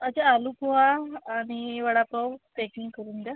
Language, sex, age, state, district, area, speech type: Marathi, female, 45-60, Maharashtra, Amravati, rural, conversation